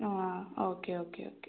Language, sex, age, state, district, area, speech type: Malayalam, female, 18-30, Kerala, Thrissur, rural, conversation